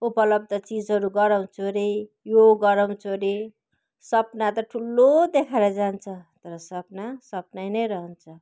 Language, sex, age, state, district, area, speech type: Nepali, female, 45-60, West Bengal, Kalimpong, rural, spontaneous